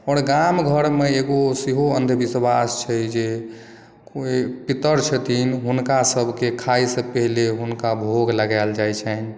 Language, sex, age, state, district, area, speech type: Maithili, male, 18-30, Bihar, Madhubani, rural, spontaneous